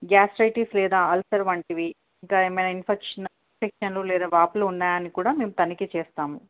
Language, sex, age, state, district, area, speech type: Telugu, female, 18-30, Telangana, Hanamkonda, urban, conversation